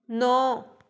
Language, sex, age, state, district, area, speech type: Punjabi, female, 18-30, Punjab, Tarn Taran, rural, read